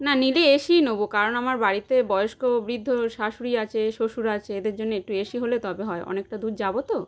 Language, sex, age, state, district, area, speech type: Bengali, female, 30-45, West Bengal, Howrah, urban, spontaneous